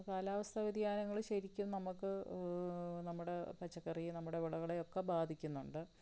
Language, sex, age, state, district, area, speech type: Malayalam, female, 45-60, Kerala, Palakkad, rural, spontaneous